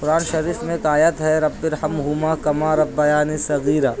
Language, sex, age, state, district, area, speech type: Urdu, male, 18-30, Maharashtra, Nashik, urban, spontaneous